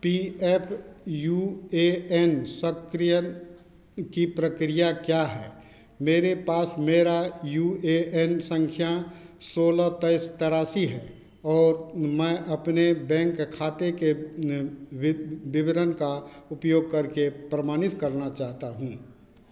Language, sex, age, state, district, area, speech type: Hindi, male, 60+, Bihar, Madhepura, urban, read